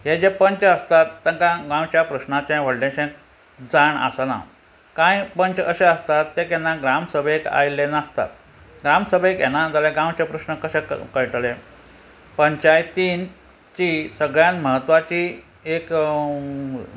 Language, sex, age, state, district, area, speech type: Goan Konkani, male, 60+, Goa, Ponda, rural, spontaneous